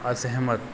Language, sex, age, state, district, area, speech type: Hindi, male, 18-30, Madhya Pradesh, Hoshangabad, urban, read